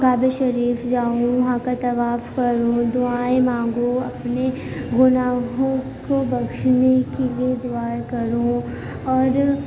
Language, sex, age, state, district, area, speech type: Urdu, female, 18-30, Uttar Pradesh, Gautam Buddha Nagar, urban, spontaneous